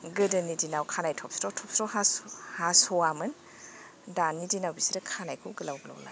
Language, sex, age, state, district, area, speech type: Bodo, female, 30-45, Assam, Baksa, rural, spontaneous